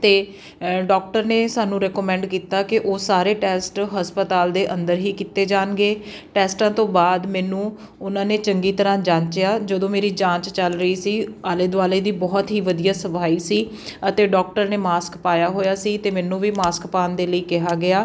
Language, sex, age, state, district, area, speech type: Punjabi, female, 30-45, Punjab, Patiala, urban, spontaneous